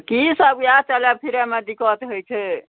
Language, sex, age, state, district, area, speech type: Maithili, female, 60+, Bihar, Araria, rural, conversation